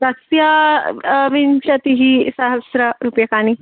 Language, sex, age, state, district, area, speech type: Sanskrit, female, 30-45, Tamil Nadu, Chennai, urban, conversation